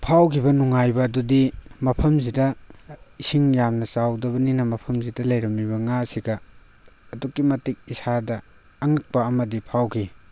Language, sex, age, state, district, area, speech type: Manipuri, male, 18-30, Manipur, Tengnoupal, rural, spontaneous